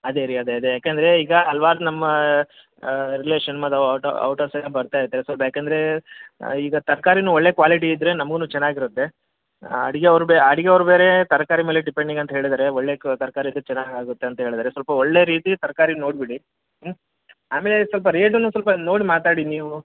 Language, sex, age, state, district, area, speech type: Kannada, male, 30-45, Karnataka, Bellary, rural, conversation